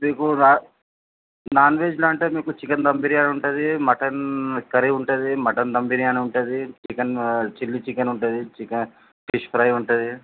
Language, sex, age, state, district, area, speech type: Telugu, male, 45-60, Telangana, Mancherial, rural, conversation